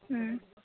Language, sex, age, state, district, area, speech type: Assamese, female, 60+, Assam, Dibrugarh, rural, conversation